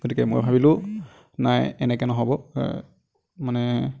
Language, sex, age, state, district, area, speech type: Assamese, male, 30-45, Assam, Darrang, rural, spontaneous